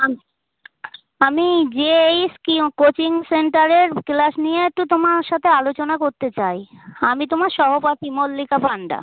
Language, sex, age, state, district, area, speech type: Bengali, female, 30-45, West Bengal, Dakshin Dinajpur, urban, conversation